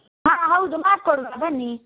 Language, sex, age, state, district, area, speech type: Kannada, female, 30-45, Karnataka, Shimoga, rural, conversation